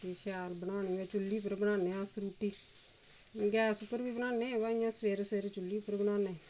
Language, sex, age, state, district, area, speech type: Dogri, female, 45-60, Jammu and Kashmir, Reasi, rural, spontaneous